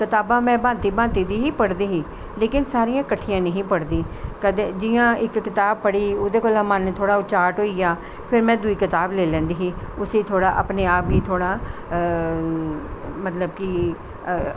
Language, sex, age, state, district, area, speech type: Dogri, female, 60+, Jammu and Kashmir, Jammu, urban, spontaneous